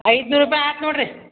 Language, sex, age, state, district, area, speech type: Kannada, female, 60+, Karnataka, Belgaum, rural, conversation